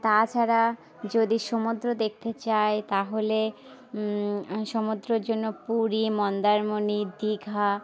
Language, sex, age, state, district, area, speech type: Bengali, female, 18-30, West Bengal, Birbhum, urban, spontaneous